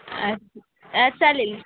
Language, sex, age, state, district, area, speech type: Marathi, female, 18-30, Maharashtra, Wardha, rural, conversation